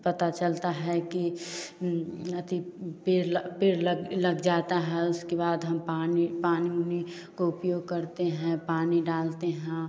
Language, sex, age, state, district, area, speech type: Hindi, female, 18-30, Bihar, Samastipur, rural, spontaneous